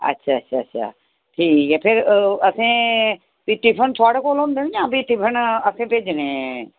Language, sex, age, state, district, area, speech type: Dogri, female, 45-60, Jammu and Kashmir, Reasi, urban, conversation